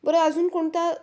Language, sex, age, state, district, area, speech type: Marathi, female, 18-30, Maharashtra, Pune, urban, spontaneous